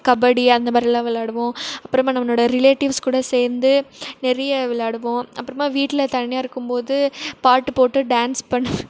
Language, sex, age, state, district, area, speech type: Tamil, female, 18-30, Tamil Nadu, Krishnagiri, rural, spontaneous